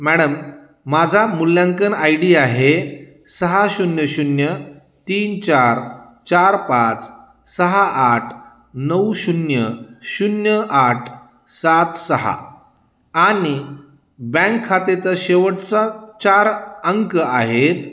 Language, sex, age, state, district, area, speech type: Marathi, male, 45-60, Maharashtra, Nanded, urban, spontaneous